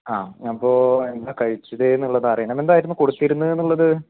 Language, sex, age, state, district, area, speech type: Malayalam, male, 45-60, Kerala, Wayanad, rural, conversation